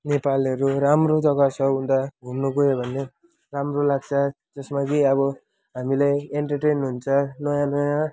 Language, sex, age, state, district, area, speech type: Nepali, male, 18-30, West Bengal, Jalpaiguri, rural, spontaneous